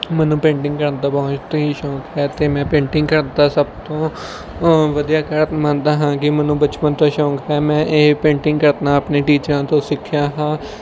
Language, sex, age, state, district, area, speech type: Punjabi, male, 18-30, Punjab, Mohali, rural, spontaneous